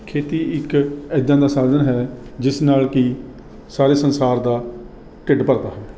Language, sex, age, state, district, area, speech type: Punjabi, male, 30-45, Punjab, Rupnagar, rural, spontaneous